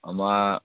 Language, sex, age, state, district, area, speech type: Assamese, male, 45-60, Assam, Sivasagar, rural, conversation